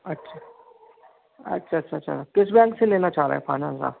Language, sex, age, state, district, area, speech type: Hindi, male, 45-60, Madhya Pradesh, Gwalior, rural, conversation